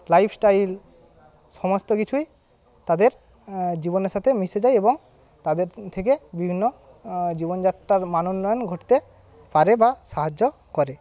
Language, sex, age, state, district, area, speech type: Bengali, male, 30-45, West Bengal, Paschim Medinipur, rural, spontaneous